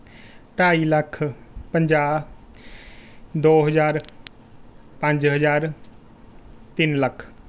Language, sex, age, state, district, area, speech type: Punjabi, male, 18-30, Punjab, Rupnagar, rural, spontaneous